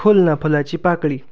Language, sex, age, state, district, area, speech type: Marathi, male, 18-30, Maharashtra, Ahmednagar, rural, spontaneous